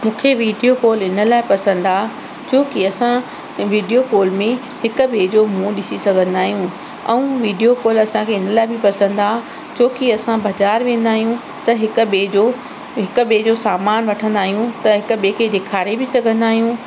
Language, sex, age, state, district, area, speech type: Sindhi, female, 30-45, Madhya Pradesh, Katni, rural, spontaneous